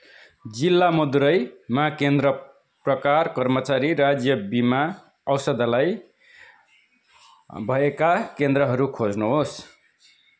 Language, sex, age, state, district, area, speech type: Nepali, male, 45-60, West Bengal, Darjeeling, rural, read